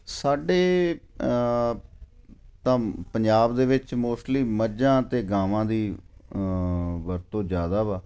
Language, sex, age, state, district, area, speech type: Punjabi, male, 45-60, Punjab, Ludhiana, urban, spontaneous